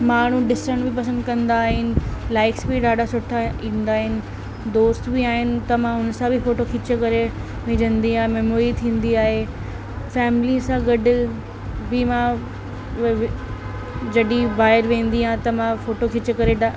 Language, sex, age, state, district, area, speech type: Sindhi, female, 18-30, Delhi, South Delhi, urban, spontaneous